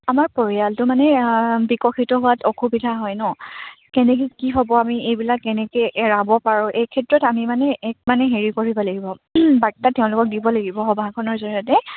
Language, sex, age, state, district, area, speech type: Assamese, female, 18-30, Assam, Dibrugarh, rural, conversation